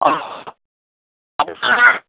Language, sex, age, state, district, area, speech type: Assamese, male, 45-60, Assam, Dhemaji, rural, conversation